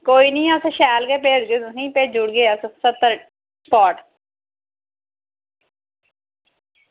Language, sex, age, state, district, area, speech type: Dogri, female, 30-45, Jammu and Kashmir, Reasi, rural, conversation